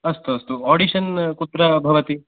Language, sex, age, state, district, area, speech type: Sanskrit, male, 18-30, Karnataka, Uttara Kannada, rural, conversation